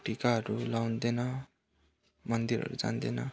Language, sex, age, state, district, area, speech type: Nepali, male, 18-30, West Bengal, Kalimpong, rural, spontaneous